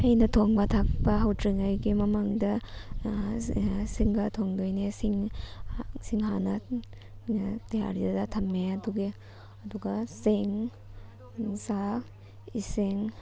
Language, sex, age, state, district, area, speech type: Manipuri, female, 18-30, Manipur, Thoubal, rural, spontaneous